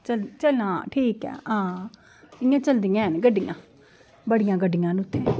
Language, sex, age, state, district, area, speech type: Dogri, female, 45-60, Jammu and Kashmir, Udhampur, rural, spontaneous